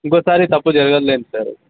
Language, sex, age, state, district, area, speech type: Telugu, male, 18-30, Telangana, Mancherial, rural, conversation